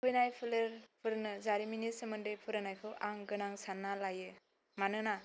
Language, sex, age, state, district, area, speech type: Bodo, female, 18-30, Assam, Kokrajhar, rural, spontaneous